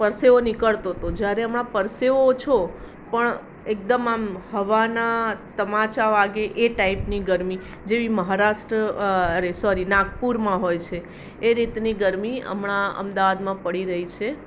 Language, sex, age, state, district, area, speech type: Gujarati, female, 30-45, Gujarat, Ahmedabad, urban, spontaneous